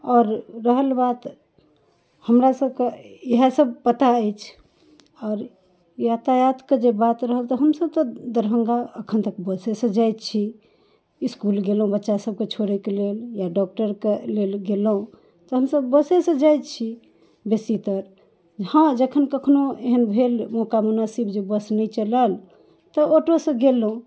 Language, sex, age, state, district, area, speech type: Maithili, female, 30-45, Bihar, Darbhanga, urban, spontaneous